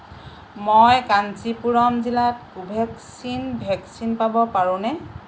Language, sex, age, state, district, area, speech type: Assamese, female, 45-60, Assam, Lakhimpur, rural, read